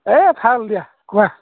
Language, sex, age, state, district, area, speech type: Assamese, male, 45-60, Assam, Darrang, rural, conversation